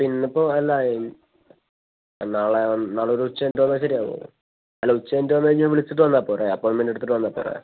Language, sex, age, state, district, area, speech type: Malayalam, female, 18-30, Kerala, Kozhikode, urban, conversation